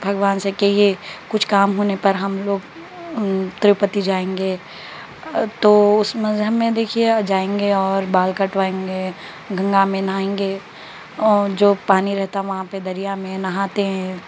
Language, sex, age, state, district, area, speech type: Urdu, female, 18-30, Telangana, Hyderabad, urban, spontaneous